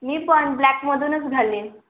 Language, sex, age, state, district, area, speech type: Marathi, female, 18-30, Maharashtra, Wardha, rural, conversation